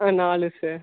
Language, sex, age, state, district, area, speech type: Tamil, male, 18-30, Tamil Nadu, Kallakurichi, rural, conversation